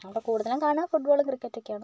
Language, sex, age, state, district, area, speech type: Malayalam, female, 30-45, Kerala, Kozhikode, urban, spontaneous